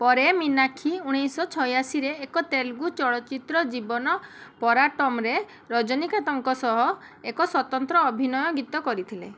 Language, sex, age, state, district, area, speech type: Odia, female, 30-45, Odisha, Balasore, rural, read